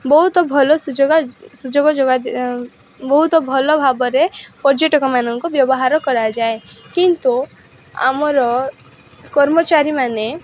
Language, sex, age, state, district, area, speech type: Odia, female, 18-30, Odisha, Rayagada, rural, spontaneous